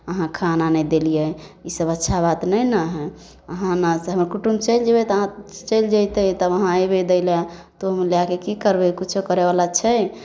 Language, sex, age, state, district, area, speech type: Maithili, female, 18-30, Bihar, Samastipur, rural, spontaneous